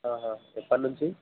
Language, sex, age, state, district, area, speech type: Telugu, male, 30-45, Andhra Pradesh, Srikakulam, urban, conversation